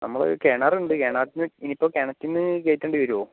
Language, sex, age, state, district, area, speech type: Malayalam, male, 45-60, Kerala, Palakkad, rural, conversation